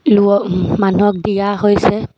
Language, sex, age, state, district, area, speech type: Assamese, female, 18-30, Assam, Dibrugarh, rural, spontaneous